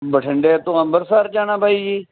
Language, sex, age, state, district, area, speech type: Punjabi, male, 45-60, Punjab, Bathinda, rural, conversation